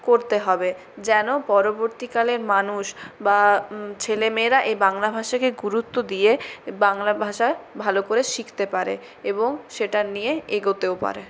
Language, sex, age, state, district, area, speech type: Bengali, female, 60+, West Bengal, Purulia, urban, spontaneous